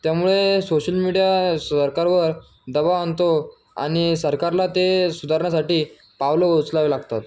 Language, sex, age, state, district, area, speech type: Marathi, male, 18-30, Maharashtra, Jalna, urban, spontaneous